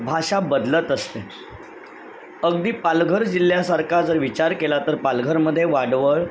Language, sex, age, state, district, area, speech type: Marathi, male, 30-45, Maharashtra, Palghar, urban, spontaneous